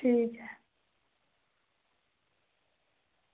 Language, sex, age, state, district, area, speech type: Dogri, female, 30-45, Jammu and Kashmir, Samba, rural, conversation